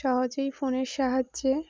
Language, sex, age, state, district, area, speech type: Bengali, female, 18-30, West Bengal, Uttar Dinajpur, urban, spontaneous